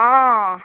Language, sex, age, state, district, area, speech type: Assamese, female, 45-60, Assam, Majuli, urban, conversation